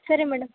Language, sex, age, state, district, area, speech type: Kannada, female, 18-30, Karnataka, Chikkamagaluru, rural, conversation